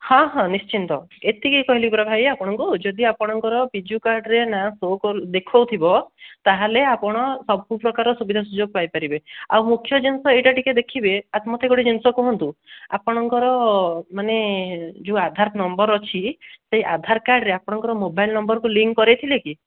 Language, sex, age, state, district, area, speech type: Odia, male, 18-30, Odisha, Dhenkanal, rural, conversation